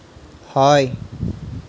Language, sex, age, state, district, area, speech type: Assamese, male, 18-30, Assam, Nalbari, rural, read